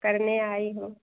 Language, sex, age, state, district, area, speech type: Hindi, female, 30-45, Uttar Pradesh, Jaunpur, rural, conversation